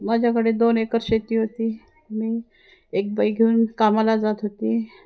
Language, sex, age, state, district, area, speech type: Marathi, female, 60+, Maharashtra, Wardha, rural, spontaneous